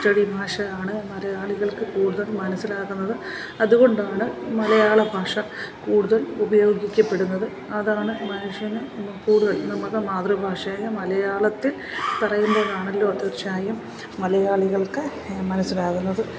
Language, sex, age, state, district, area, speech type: Malayalam, female, 60+, Kerala, Alappuzha, rural, spontaneous